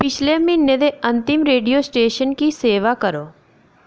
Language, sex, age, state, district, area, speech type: Dogri, female, 30-45, Jammu and Kashmir, Reasi, rural, read